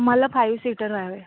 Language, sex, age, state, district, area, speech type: Marathi, female, 18-30, Maharashtra, Raigad, rural, conversation